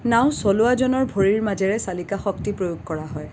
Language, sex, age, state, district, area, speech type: Assamese, female, 18-30, Assam, Kamrup Metropolitan, urban, read